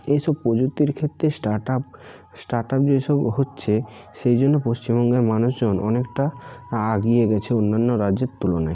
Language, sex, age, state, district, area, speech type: Bengali, male, 45-60, West Bengal, Bankura, urban, spontaneous